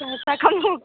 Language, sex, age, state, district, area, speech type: Hindi, female, 18-30, Uttar Pradesh, Prayagraj, rural, conversation